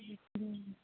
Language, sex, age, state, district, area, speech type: Marathi, female, 45-60, Maharashtra, Wardha, rural, conversation